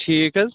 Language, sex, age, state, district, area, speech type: Kashmiri, male, 30-45, Jammu and Kashmir, Bandipora, rural, conversation